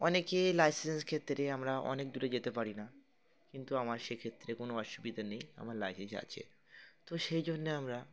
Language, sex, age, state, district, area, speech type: Bengali, male, 18-30, West Bengal, Uttar Dinajpur, urban, spontaneous